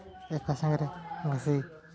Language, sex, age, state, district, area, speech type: Odia, male, 30-45, Odisha, Mayurbhanj, rural, spontaneous